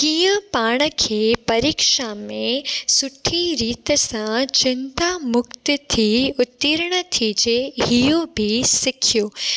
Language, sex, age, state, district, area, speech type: Sindhi, female, 18-30, Gujarat, Junagadh, urban, spontaneous